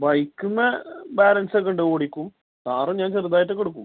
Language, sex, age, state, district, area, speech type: Malayalam, male, 30-45, Kerala, Malappuram, rural, conversation